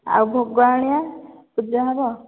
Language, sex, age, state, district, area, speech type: Odia, female, 18-30, Odisha, Nayagarh, rural, conversation